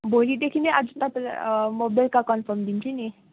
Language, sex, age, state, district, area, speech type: Nepali, female, 18-30, West Bengal, Kalimpong, rural, conversation